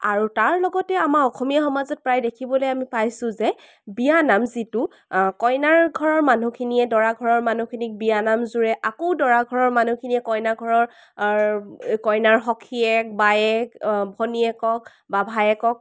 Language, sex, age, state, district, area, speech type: Assamese, female, 18-30, Assam, Charaideo, urban, spontaneous